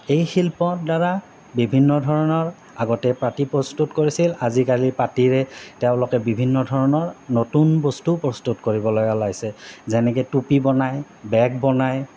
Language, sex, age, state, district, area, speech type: Assamese, male, 30-45, Assam, Goalpara, urban, spontaneous